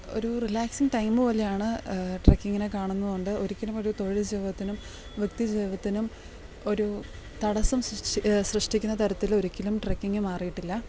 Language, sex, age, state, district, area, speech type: Malayalam, female, 30-45, Kerala, Idukki, rural, spontaneous